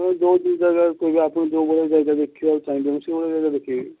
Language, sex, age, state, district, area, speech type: Odia, male, 18-30, Odisha, Balasore, rural, conversation